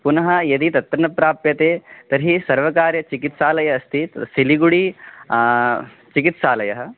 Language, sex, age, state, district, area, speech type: Sanskrit, male, 18-30, West Bengal, Darjeeling, urban, conversation